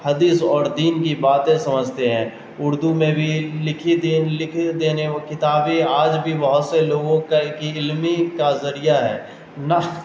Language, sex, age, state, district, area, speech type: Urdu, male, 18-30, Bihar, Darbhanga, rural, spontaneous